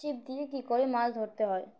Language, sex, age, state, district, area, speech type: Bengali, female, 18-30, West Bengal, Birbhum, urban, spontaneous